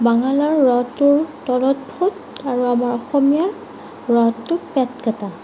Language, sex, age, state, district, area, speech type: Assamese, female, 18-30, Assam, Morigaon, rural, spontaneous